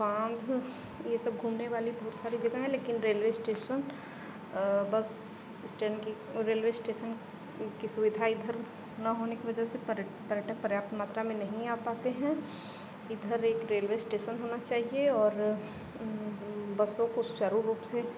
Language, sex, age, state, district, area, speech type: Hindi, female, 18-30, Uttar Pradesh, Chandauli, rural, spontaneous